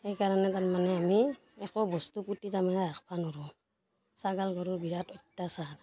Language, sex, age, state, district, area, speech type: Assamese, female, 30-45, Assam, Barpeta, rural, spontaneous